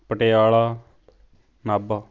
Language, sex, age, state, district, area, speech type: Punjabi, male, 30-45, Punjab, Fatehgarh Sahib, rural, spontaneous